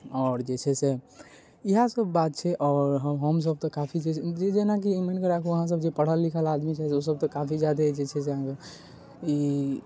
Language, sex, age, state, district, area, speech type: Maithili, male, 18-30, Bihar, Darbhanga, rural, spontaneous